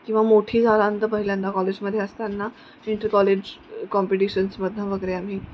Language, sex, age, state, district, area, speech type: Marathi, female, 30-45, Maharashtra, Nanded, rural, spontaneous